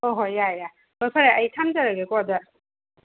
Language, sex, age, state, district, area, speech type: Manipuri, female, 45-60, Manipur, Kakching, rural, conversation